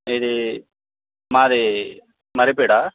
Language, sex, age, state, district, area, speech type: Telugu, male, 30-45, Telangana, Khammam, urban, conversation